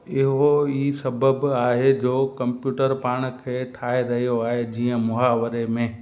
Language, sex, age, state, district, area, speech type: Sindhi, male, 45-60, Gujarat, Kutch, rural, read